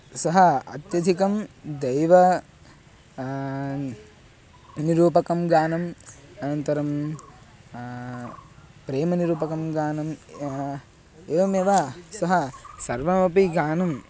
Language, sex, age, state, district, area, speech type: Sanskrit, male, 18-30, Karnataka, Haveri, rural, spontaneous